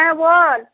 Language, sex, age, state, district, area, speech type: Bengali, female, 60+, West Bengal, Cooch Behar, rural, conversation